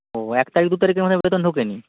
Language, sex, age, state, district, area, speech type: Bengali, male, 18-30, West Bengal, North 24 Parganas, rural, conversation